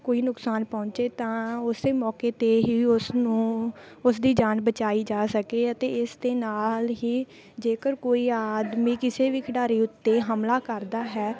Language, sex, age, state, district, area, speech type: Punjabi, female, 18-30, Punjab, Bathinda, rural, spontaneous